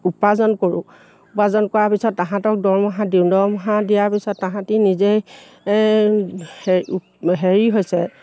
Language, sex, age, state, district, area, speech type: Assamese, female, 60+, Assam, Dibrugarh, rural, spontaneous